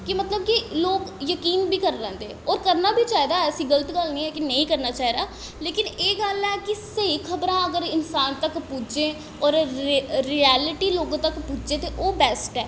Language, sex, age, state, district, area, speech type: Dogri, female, 18-30, Jammu and Kashmir, Jammu, urban, spontaneous